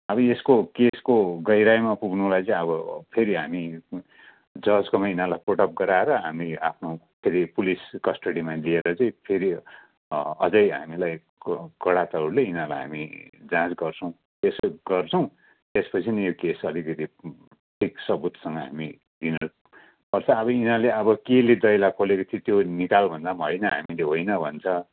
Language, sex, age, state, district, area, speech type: Nepali, male, 45-60, West Bengal, Kalimpong, rural, conversation